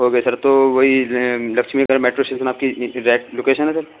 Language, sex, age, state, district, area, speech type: Urdu, male, 18-30, Delhi, East Delhi, urban, conversation